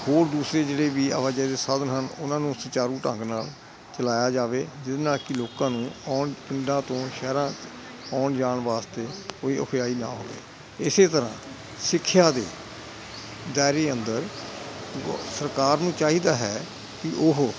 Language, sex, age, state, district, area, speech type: Punjabi, male, 60+, Punjab, Hoshiarpur, rural, spontaneous